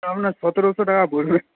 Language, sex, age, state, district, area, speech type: Bengali, male, 18-30, West Bengal, Paschim Medinipur, rural, conversation